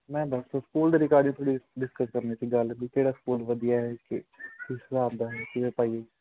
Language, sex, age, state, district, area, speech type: Punjabi, male, 18-30, Punjab, Fazilka, rural, conversation